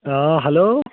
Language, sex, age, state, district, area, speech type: Kashmiri, male, 30-45, Jammu and Kashmir, Bandipora, rural, conversation